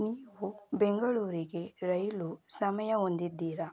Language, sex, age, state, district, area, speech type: Kannada, female, 18-30, Karnataka, Mysore, rural, read